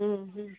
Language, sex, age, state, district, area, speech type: Bengali, female, 60+, West Bengal, Kolkata, urban, conversation